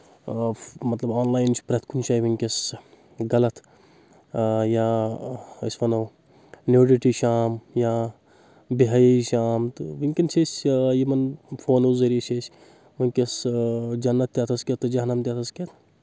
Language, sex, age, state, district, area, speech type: Kashmiri, male, 18-30, Jammu and Kashmir, Anantnag, rural, spontaneous